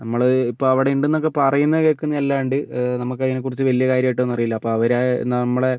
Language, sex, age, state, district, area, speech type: Malayalam, male, 60+, Kerala, Wayanad, rural, spontaneous